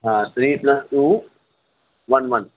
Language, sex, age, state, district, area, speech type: Urdu, male, 45-60, Telangana, Hyderabad, urban, conversation